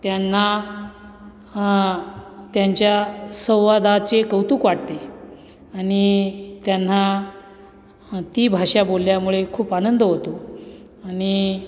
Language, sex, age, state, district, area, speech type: Marathi, male, 45-60, Maharashtra, Nashik, urban, spontaneous